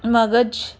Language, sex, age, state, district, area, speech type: Punjabi, female, 45-60, Punjab, Ludhiana, urban, spontaneous